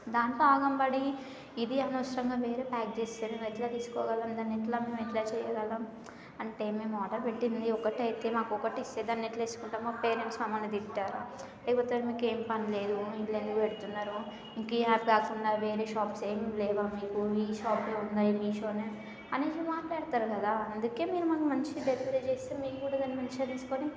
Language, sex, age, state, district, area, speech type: Telugu, female, 18-30, Telangana, Hyderabad, urban, spontaneous